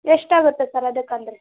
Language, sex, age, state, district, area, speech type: Kannada, female, 18-30, Karnataka, Vijayanagara, rural, conversation